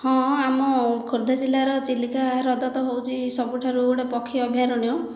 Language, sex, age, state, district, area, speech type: Odia, female, 30-45, Odisha, Khordha, rural, spontaneous